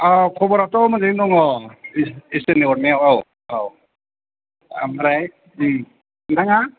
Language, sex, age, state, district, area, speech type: Bodo, male, 60+, Assam, Chirang, urban, conversation